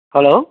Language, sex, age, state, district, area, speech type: Nepali, male, 30-45, West Bengal, Darjeeling, rural, conversation